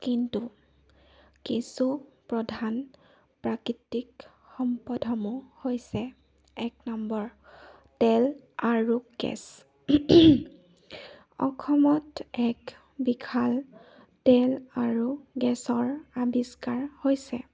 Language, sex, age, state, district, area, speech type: Assamese, female, 18-30, Assam, Charaideo, urban, spontaneous